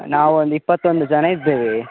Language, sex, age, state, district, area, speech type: Kannada, male, 18-30, Karnataka, Dakshina Kannada, rural, conversation